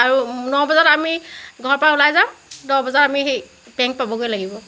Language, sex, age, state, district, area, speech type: Assamese, female, 45-60, Assam, Lakhimpur, rural, spontaneous